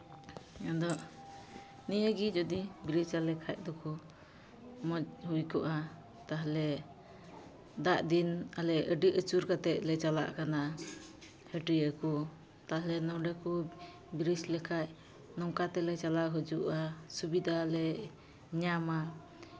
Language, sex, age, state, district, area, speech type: Santali, female, 30-45, West Bengal, Malda, rural, spontaneous